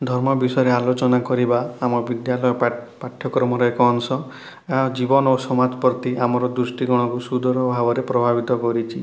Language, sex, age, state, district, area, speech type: Odia, male, 30-45, Odisha, Kalahandi, rural, spontaneous